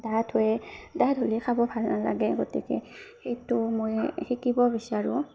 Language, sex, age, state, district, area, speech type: Assamese, female, 18-30, Assam, Barpeta, rural, spontaneous